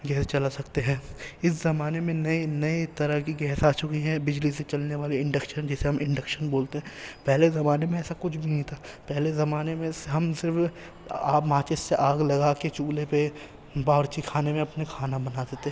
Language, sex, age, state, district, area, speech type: Urdu, male, 18-30, Delhi, East Delhi, urban, spontaneous